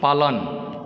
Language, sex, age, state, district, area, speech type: Maithili, male, 45-60, Bihar, Supaul, urban, read